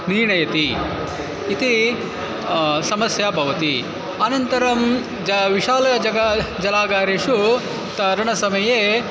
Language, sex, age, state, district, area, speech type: Sanskrit, male, 30-45, Karnataka, Bangalore Urban, urban, spontaneous